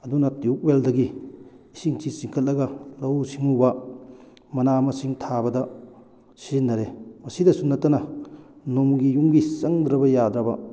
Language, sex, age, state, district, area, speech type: Manipuri, male, 30-45, Manipur, Kakching, rural, spontaneous